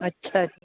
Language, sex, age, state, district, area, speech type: Sindhi, female, 60+, Uttar Pradesh, Lucknow, urban, conversation